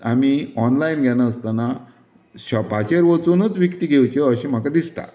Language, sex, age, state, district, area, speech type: Goan Konkani, male, 60+, Goa, Canacona, rural, spontaneous